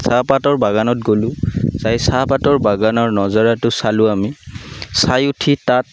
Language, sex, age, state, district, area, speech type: Assamese, male, 18-30, Assam, Udalguri, urban, spontaneous